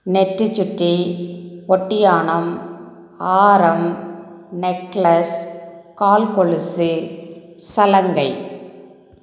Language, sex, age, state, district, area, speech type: Tamil, female, 45-60, Tamil Nadu, Tiruppur, rural, spontaneous